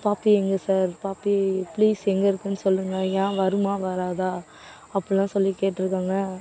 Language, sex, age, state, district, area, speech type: Tamil, female, 18-30, Tamil Nadu, Nagapattinam, urban, spontaneous